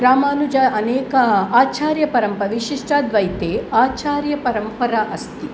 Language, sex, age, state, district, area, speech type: Sanskrit, female, 45-60, Tamil Nadu, Thanjavur, urban, spontaneous